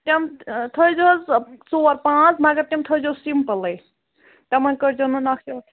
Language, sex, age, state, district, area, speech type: Kashmiri, female, 30-45, Jammu and Kashmir, Ganderbal, rural, conversation